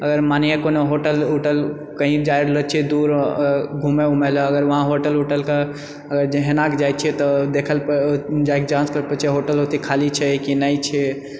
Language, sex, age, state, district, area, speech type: Maithili, male, 30-45, Bihar, Purnia, rural, spontaneous